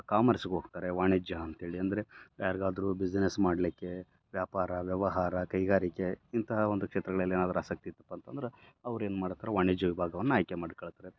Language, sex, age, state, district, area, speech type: Kannada, male, 30-45, Karnataka, Bellary, rural, spontaneous